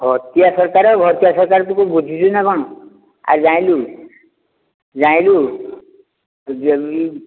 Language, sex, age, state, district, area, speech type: Odia, male, 60+, Odisha, Nayagarh, rural, conversation